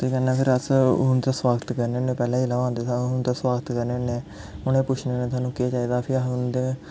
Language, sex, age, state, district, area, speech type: Dogri, male, 18-30, Jammu and Kashmir, Kathua, rural, spontaneous